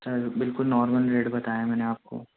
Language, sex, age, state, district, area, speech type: Urdu, male, 18-30, Delhi, Central Delhi, urban, conversation